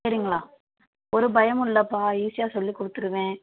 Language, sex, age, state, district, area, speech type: Tamil, female, 18-30, Tamil Nadu, Madurai, rural, conversation